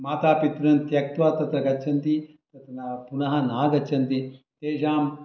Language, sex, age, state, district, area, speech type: Sanskrit, male, 60+, Karnataka, Shimoga, rural, spontaneous